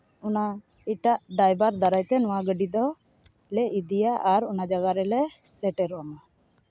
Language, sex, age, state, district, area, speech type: Santali, female, 18-30, West Bengal, Uttar Dinajpur, rural, spontaneous